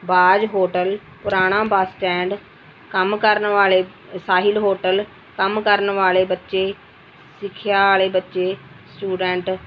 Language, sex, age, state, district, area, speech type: Punjabi, female, 45-60, Punjab, Rupnagar, rural, spontaneous